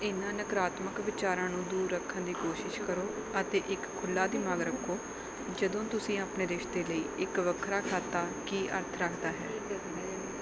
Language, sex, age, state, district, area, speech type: Punjabi, female, 18-30, Punjab, Bathinda, rural, read